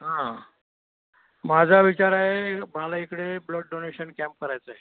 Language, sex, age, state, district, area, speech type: Marathi, male, 60+, Maharashtra, Nashik, urban, conversation